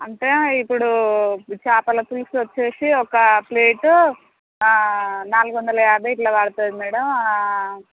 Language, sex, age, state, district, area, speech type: Telugu, female, 30-45, Telangana, Jangaon, rural, conversation